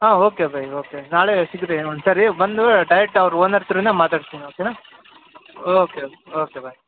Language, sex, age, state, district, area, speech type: Kannada, male, 18-30, Karnataka, Koppal, rural, conversation